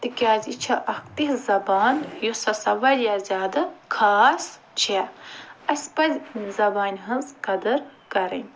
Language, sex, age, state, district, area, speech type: Kashmiri, female, 45-60, Jammu and Kashmir, Ganderbal, urban, spontaneous